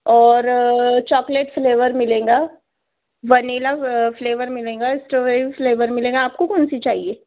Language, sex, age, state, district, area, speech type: Hindi, female, 18-30, Madhya Pradesh, Betul, urban, conversation